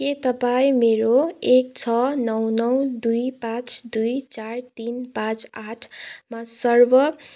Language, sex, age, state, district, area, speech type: Nepali, female, 18-30, West Bengal, Kalimpong, rural, read